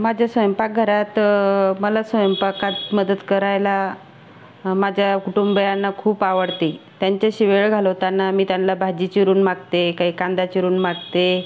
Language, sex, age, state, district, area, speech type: Marathi, female, 45-60, Maharashtra, Buldhana, rural, spontaneous